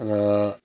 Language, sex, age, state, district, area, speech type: Nepali, male, 45-60, West Bengal, Kalimpong, rural, spontaneous